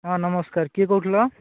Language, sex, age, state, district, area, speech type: Odia, male, 18-30, Odisha, Bhadrak, rural, conversation